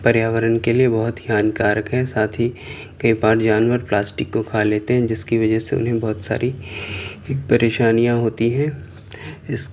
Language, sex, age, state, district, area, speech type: Urdu, male, 30-45, Delhi, South Delhi, urban, spontaneous